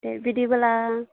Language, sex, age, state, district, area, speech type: Bodo, female, 30-45, Assam, Udalguri, rural, conversation